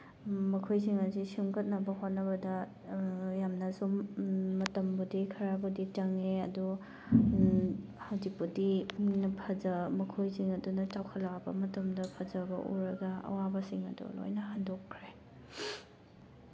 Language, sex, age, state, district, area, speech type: Manipuri, female, 30-45, Manipur, Thoubal, rural, spontaneous